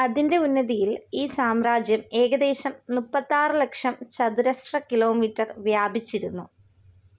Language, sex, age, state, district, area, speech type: Malayalam, female, 18-30, Kerala, Thiruvananthapuram, rural, read